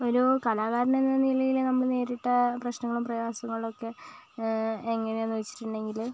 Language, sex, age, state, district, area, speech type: Malayalam, female, 18-30, Kerala, Kozhikode, rural, spontaneous